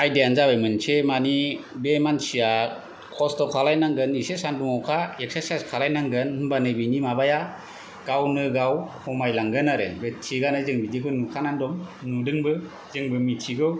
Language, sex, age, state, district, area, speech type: Bodo, male, 30-45, Assam, Kokrajhar, rural, spontaneous